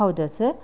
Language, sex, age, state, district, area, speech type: Kannada, female, 30-45, Karnataka, Chitradurga, rural, spontaneous